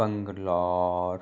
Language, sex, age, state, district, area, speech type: Punjabi, male, 30-45, Punjab, Fazilka, rural, read